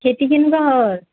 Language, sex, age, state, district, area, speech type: Assamese, female, 18-30, Assam, Kamrup Metropolitan, urban, conversation